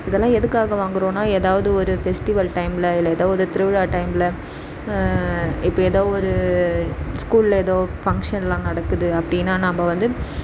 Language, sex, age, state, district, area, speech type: Tamil, female, 18-30, Tamil Nadu, Tiruvannamalai, urban, spontaneous